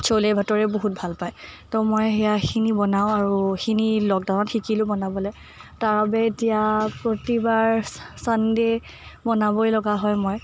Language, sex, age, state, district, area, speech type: Assamese, female, 18-30, Assam, Morigaon, urban, spontaneous